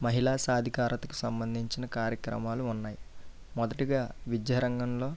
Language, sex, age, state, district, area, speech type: Telugu, male, 30-45, Andhra Pradesh, East Godavari, rural, spontaneous